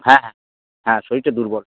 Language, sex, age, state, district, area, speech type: Bengali, male, 60+, West Bengal, Dakshin Dinajpur, rural, conversation